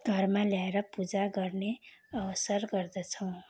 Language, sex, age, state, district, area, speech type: Nepali, female, 30-45, West Bengal, Darjeeling, rural, spontaneous